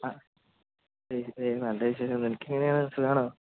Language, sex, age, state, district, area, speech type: Malayalam, male, 18-30, Kerala, Palakkad, urban, conversation